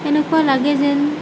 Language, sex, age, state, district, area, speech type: Assamese, female, 45-60, Assam, Nagaon, rural, spontaneous